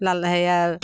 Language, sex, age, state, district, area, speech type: Assamese, female, 45-60, Assam, Dibrugarh, rural, spontaneous